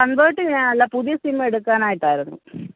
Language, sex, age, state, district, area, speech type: Malayalam, female, 30-45, Kerala, Malappuram, rural, conversation